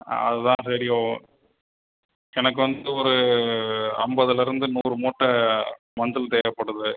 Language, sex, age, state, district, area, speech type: Tamil, male, 30-45, Tamil Nadu, Pudukkottai, rural, conversation